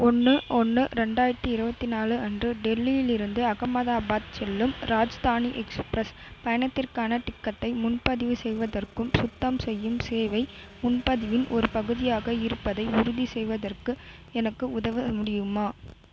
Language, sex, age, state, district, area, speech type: Tamil, female, 18-30, Tamil Nadu, Vellore, urban, read